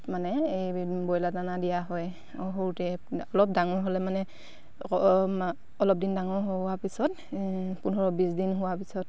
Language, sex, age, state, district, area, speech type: Assamese, female, 45-60, Assam, Dibrugarh, rural, spontaneous